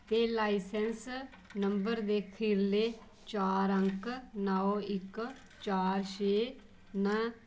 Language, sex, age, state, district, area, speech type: Dogri, female, 45-60, Jammu and Kashmir, Kathua, rural, read